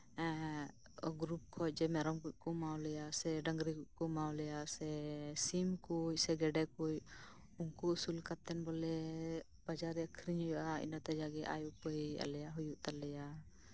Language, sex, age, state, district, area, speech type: Santali, female, 30-45, West Bengal, Birbhum, rural, spontaneous